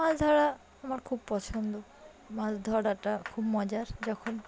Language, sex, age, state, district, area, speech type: Bengali, female, 18-30, West Bengal, Dakshin Dinajpur, urban, spontaneous